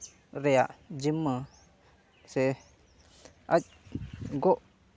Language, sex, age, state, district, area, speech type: Santali, male, 18-30, Jharkhand, Seraikela Kharsawan, rural, spontaneous